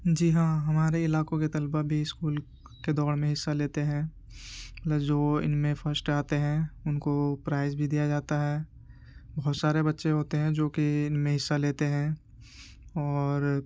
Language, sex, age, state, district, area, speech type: Urdu, male, 18-30, Uttar Pradesh, Ghaziabad, urban, spontaneous